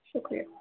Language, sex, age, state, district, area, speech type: Urdu, female, 18-30, Delhi, East Delhi, urban, conversation